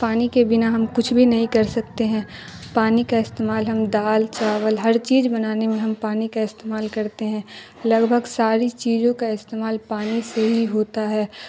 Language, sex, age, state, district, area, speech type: Urdu, female, 30-45, Bihar, Darbhanga, rural, spontaneous